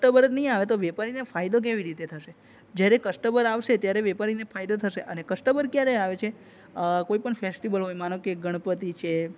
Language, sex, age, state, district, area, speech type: Gujarati, male, 30-45, Gujarat, Narmada, urban, spontaneous